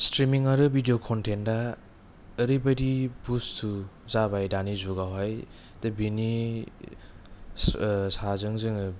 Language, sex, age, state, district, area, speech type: Bodo, male, 18-30, Assam, Kokrajhar, urban, spontaneous